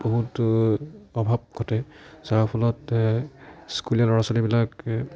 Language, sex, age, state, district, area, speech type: Assamese, male, 45-60, Assam, Darrang, rural, spontaneous